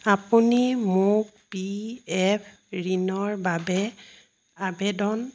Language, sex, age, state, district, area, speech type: Assamese, female, 45-60, Assam, Jorhat, urban, read